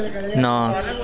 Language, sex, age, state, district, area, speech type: Punjabi, male, 18-30, Punjab, Pathankot, rural, read